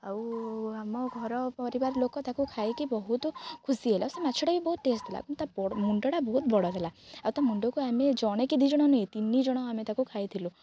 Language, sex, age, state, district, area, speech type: Odia, female, 18-30, Odisha, Jagatsinghpur, rural, spontaneous